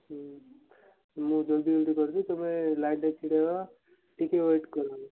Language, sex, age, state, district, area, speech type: Odia, male, 18-30, Odisha, Malkangiri, urban, conversation